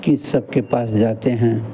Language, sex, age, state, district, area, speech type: Hindi, male, 60+, Bihar, Madhepura, rural, spontaneous